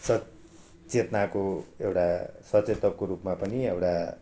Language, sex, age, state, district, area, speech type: Nepali, male, 45-60, West Bengal, Darjeeling, rural, spontaneous